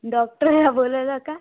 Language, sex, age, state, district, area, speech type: Marathi, female, 18-30, Maharashtra, Yavatmal, rural, conversation